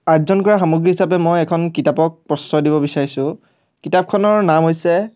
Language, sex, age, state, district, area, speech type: Assamese, male, 30-45, Assam, Biswanath, rural, spontaneous